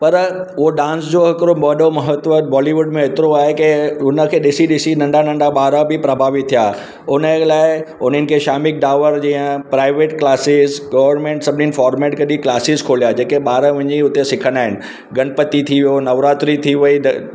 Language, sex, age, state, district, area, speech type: Sindhi, male, 45-60, Maharashtra, Mumbai Suburban, urban, spontaneous